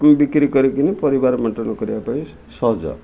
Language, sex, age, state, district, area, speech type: Odia, male, 60+, Odisha, Kendrapara, urban, spontaneous